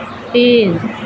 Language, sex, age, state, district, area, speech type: Hindi, female, 30-45, Uttar Pradesh, Mau, rural, read